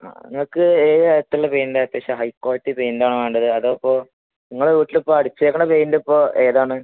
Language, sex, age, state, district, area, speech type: Malayalam, male, 30-45, Kerala, Malappuram, rural, conversation